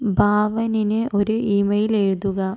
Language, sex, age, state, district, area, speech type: Malayalam, female, 45-60, Kerala, Kozhikode, urban, read